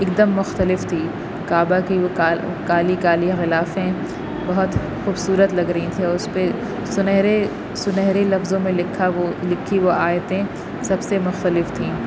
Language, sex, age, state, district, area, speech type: Urdu, female, 30-45, Uttar Pradesh, Aligarh, urban, spontaneous